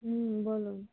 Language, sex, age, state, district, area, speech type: Bengali, female, 45-60, West Bengal, Dakshin Dinajpur, urban, conversation